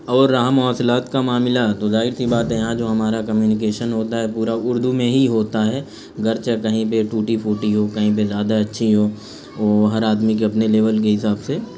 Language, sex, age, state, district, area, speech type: Urdu, male, 30-45, Uttar Pradesh, Azamgarh, rural, spontaneous